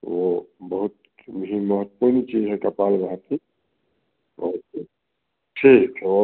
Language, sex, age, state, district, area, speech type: Hindi, male, 45-60, Bihar, Samastipur, rural, conversation